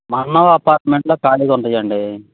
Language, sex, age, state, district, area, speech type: Telugu, male, 60+, Andhra Pradesh, Bapatla, urban, conversation